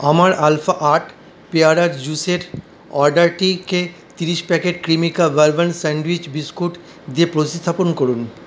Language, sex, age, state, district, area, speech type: Bengali, male, 45-60, West Bengal, Paschim Bardhaman, urban, read